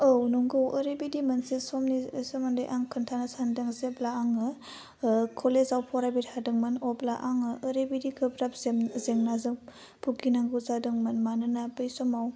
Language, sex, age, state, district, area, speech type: Bodo, female, 18-30, Assam, Udalguri, urban, spontaneous